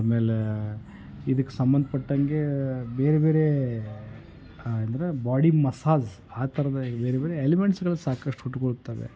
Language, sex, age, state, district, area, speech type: Kannada, male, 30-45, Karnataka, Koppal, rural, spontaneous